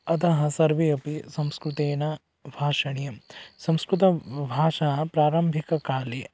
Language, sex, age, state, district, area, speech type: Sanskrit, male, 18-30, Odisha, Bargarh, rural, spontaneous